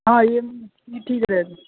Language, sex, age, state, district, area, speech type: Urdu, male, 30-45, Delhi, Central Delhi, urban, conversation